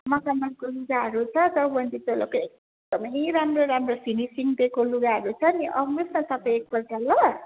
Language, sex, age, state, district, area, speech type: Nepali, female, 45-60, West Bengal, Darjeeling, rural, conversation